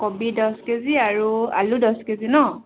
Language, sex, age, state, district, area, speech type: Assamese, female, 18-30, Assam, Tinsukia, urban, conversation